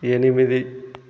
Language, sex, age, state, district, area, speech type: Telugu, male, 30-45, Andhra Pradesh, Sri Balaji, urban, read